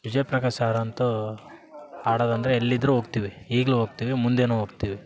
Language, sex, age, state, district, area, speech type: Kannada, male, 18-30, Karnataka, Vijayanagara, rural, spontaneous